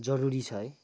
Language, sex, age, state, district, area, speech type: Nepali, male, 18-30, West Bengal, Kalimpong, rural, spontaneous